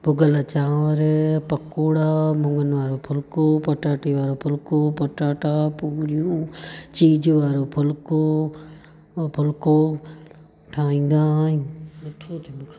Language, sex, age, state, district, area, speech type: Sindhi, female, 30-45, Gujarat, Junagadh, rural, spontaneous